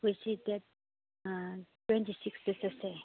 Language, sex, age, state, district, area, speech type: Manipuri, female, 45-60, Manipur, Chandel, rural, conversation